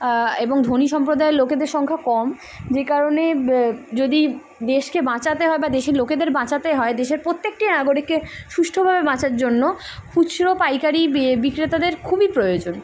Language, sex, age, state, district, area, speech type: Bengali, female, 18-30, West Bengal, Kolkata, urban, spontaneous